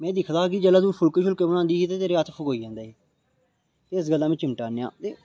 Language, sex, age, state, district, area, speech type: Dogri, male, 18-30, Jammu and Kashmir, Reasi, rural, spontaneous